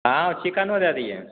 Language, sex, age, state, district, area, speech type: Maithili, male, 30-45, Bihar, Begusarai, rural, conversation